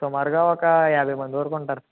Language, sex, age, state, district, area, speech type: Telugu, male, 18-30, Andhra Pradesh, West Godavari, rural, conversation